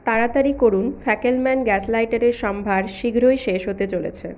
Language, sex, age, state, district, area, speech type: Bengali, female, 45-60, West Bengal, Purulia, urban, read